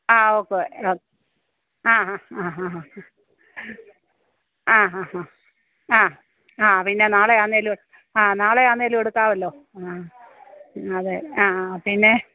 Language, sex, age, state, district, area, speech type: Malayalam, female, 60+, Kerala, Pathanamthitta, rural, conversation